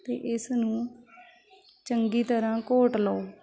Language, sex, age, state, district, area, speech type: Punjabi, female, 30-45, Punjab, Shaheed Bhagat Singh Nagar, urban, spontaneous